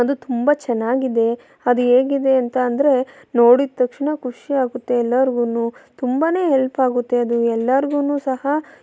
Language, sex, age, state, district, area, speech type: Kannada, female, 30-45, Karnataka, Mandya, rural, spontaneous